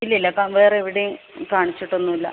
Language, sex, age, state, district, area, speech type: Malayalam, female, 18-30, Kerala, Wayanad, rural, conversation